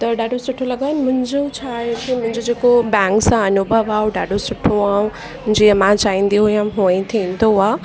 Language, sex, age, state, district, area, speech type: Sindhi, female, 18-30, Uttar Pradesh, Lucknow, urban, spontaneous